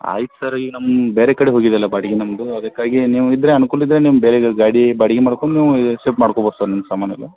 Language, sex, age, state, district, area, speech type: Kannada, male, 30-45, Karnataka, Belgaum, rural, conversation